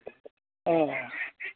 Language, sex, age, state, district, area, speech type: Santali, male, 45-60, Jharkhand, East Singhbhum, rural, conversation